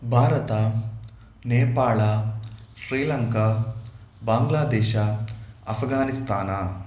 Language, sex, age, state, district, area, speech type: Kannada, male, 18-30, Karnataka, Shimoga, rural, spontaneous